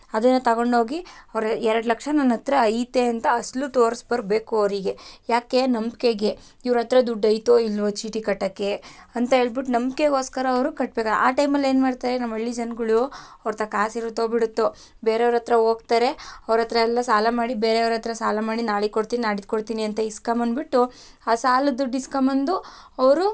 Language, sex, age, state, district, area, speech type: Kannada, female, 18-30, Karnataka, Tumkur, rural, spontaneous